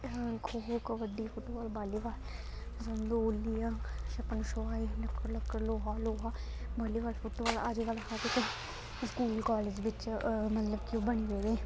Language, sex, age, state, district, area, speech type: Dogri, female, 18-30, Jammu and Kashmir, Kathua, rural, spontaneous